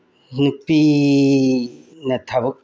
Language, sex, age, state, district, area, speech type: Manipuri, male, 60+, Manipur, Bishnupur, rural, spontaneous